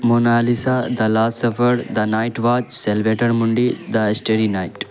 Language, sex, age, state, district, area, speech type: Urdu, male, 18-30, Bihar, Saharsa, urban, spontaneous